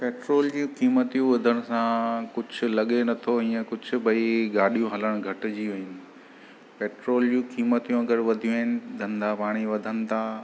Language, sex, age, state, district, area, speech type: Sindhi, male, 45-60, Maharashtra, Mumbai Suburban, urban, spontaneous